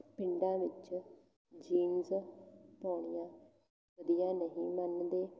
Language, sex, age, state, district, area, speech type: Punjabi, female, 18-30, Punjab, Fatehgarh Sahib, rural, spontaneous